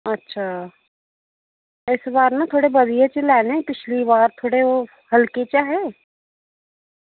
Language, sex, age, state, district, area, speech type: Dogri, female, 30-45, Jammu and Kashmir, Reasi, urban, conversation